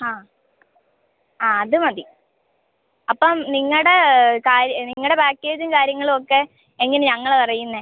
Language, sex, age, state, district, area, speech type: Malayalam, female, 18-30, Kerala, Kottayam, rural, conversation